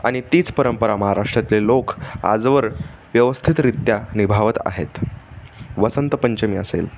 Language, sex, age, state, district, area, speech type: Marathi, male, 18-30, Maharashtra, Pune, urban, spontaneous